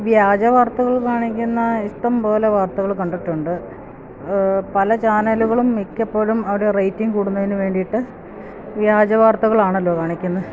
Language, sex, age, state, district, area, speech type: Malayalam, female, 45-60, Kerala, Kottayam, rural, spontaneous